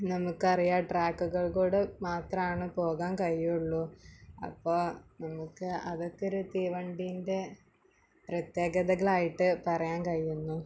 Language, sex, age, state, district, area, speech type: Malayalam, female, 18-30, Kerala, Malappuram, rural, spontaneous